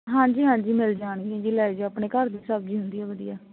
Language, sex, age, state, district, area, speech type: Punjabi, female, 18-30, Punjab, Barnala, rural, conversation